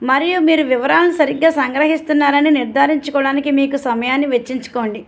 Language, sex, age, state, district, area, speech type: Telugu, female, 60+, Andhra Pradesh, West Godavari, rural, spontaneous